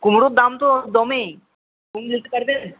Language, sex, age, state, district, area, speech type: Bengali, male, 18-30, West Bengal, Uttar Dinajpur, urban, conversation